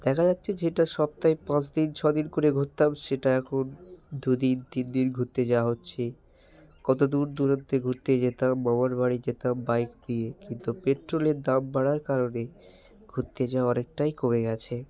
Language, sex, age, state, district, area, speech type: Bengali, male, 18-30, West Bengal, Hooghly, urban, spontaneous